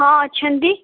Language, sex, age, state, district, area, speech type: Odia, female, 18-30, Odisha, Kendujhar, urban, conversation